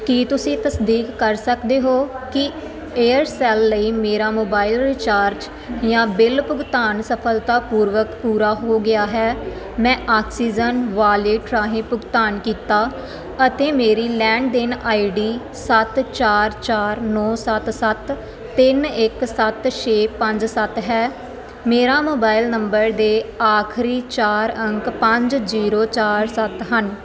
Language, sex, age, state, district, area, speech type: Punjabi, female, 18-30, Punjab, Firozpur, rural, read